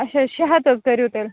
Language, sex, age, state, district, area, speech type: Kashmiri, female, 18-30, Jammu and Kashmir, Kupwara, urban, conversation